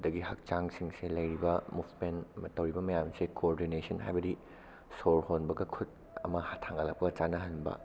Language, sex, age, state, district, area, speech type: Manipuri, male, 18-30, Manipur, Bishnupur, rural, spontaneous